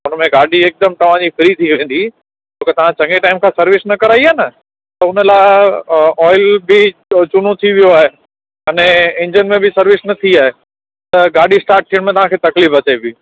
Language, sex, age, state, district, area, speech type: Sindhi, male, 30-45, Gujarat, Kutch, urban, conversation